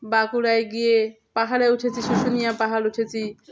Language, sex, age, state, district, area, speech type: Bengali, female, 30-45, West Bengal, Dakshin Dinajpur, urban, spontaneous